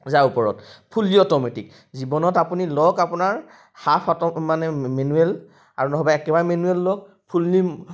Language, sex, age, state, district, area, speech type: Assamese, male, 30-45, Assam, Jorhat, urban, spontaneous